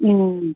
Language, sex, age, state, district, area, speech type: Kannada, female, 45-60, Karnataka, Bellary, urban, conversation